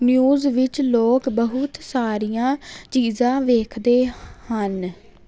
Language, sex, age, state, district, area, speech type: Punjabi, female, 18-30, Punjab, Jalandhar, urban, spontaneous